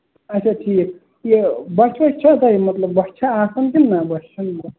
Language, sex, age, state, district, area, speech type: Kashmiri, male, 18-30, Jammu and Kashmir, Ganderbal, rural, conversation